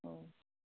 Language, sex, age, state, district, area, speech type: Bodo, female, 30-45, Assam, Chirang, rural, conversation